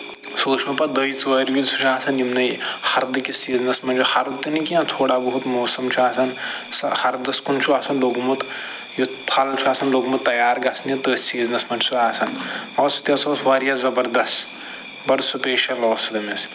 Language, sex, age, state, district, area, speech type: Kashmiri, male, 45-60, Jammu and Kashmir, Srinagar, urban, spontaneous